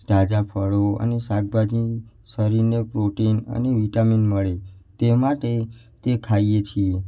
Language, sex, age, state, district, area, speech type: Gujarati, male, 18-30, Gujarat, Mehsana, rural, spontaneous